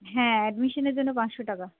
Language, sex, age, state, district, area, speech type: Bengali, female, 30-45, West Bengal, Darjeeling, rural, conversation